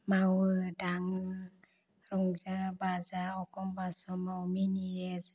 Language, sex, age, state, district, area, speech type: Bodo, female, 45-60, Assam, Chirang, rural, spontaneous